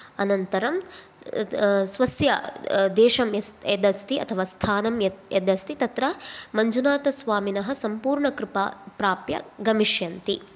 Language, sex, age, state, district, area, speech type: Sanskrit, female, 18-30, Karnataka, Dakshina Kannada, rural, spontaneous